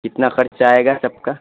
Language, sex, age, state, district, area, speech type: Urdu, male, 18-30, Bihar, Purnia, rural, conversation